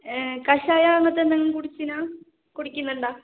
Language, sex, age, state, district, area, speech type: Malayalam, female, 18-30, Kerala, Kasaragod, rural, conversation